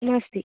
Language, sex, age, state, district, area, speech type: Sanskrit, female, 18-30, Kerala, Kottayam, rural, conversation